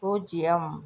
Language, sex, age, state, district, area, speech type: Tamil, female, 45-60, Tamil Nadu, Nagapattinam, rural, read